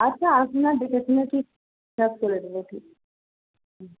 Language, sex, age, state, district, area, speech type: Bengali, female, 30-45, West Bengal, Paschim Medinipur, rural, conversation